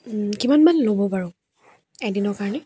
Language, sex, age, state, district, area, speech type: Assamese, female, 18-30, Assam, Dibrugarh, urban, spontaneous